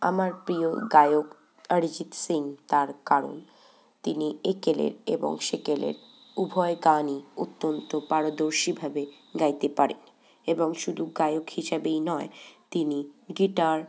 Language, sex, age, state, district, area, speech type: Bengali, female, 18-30, West Bengal, Paschim Bardhaman, urban, spontaneous